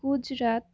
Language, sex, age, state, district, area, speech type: Assamese, female, 18-30, Assam, Jorhat, urban, spontaneous